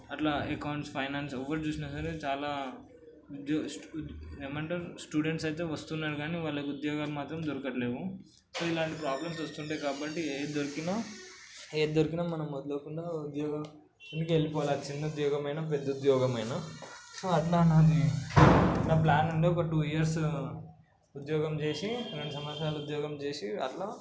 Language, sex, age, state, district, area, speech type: Telugu, male, 18-30, Telangana, Hyderabad, urban, spontaneous